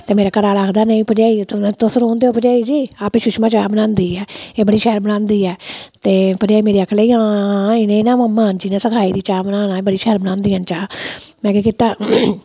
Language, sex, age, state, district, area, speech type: Dogri, female, 45-60, Jammu and Kashmir, Samba, rural, spontaneous